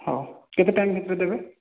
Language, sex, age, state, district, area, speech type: Odia, male, 30-45, Odisha, Kalahandi, rural, conversation